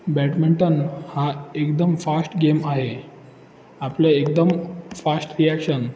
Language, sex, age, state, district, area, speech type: Marathi, male, 18-30, Maharashtra, Ratnagiri, urban, spontaneous